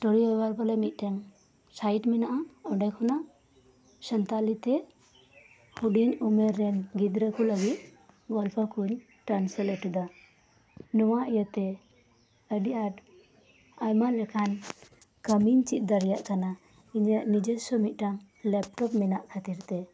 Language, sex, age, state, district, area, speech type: Santali, female, 30-45, West Bengal, Birbhum, rural, spontaneous